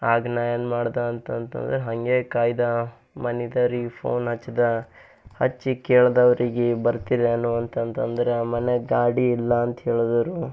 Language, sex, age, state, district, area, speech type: Kannada, male, 18-30, Karnataka, Bidar, urban, spontaneous